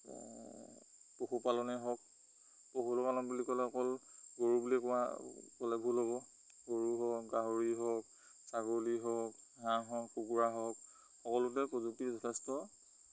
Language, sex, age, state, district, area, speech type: Assamese, male, 30-45, Assam, Lakhimpur, rural, spontaneous